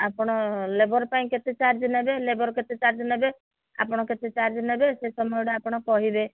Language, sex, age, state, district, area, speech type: Odia, female, 60+, Odisha, Sundergarh, rural, conversation